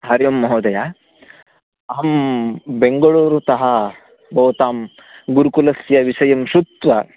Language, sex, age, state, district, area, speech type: Sanskrit, male, 18-30, Karnataka, Chikkamagaluru, rural, conversation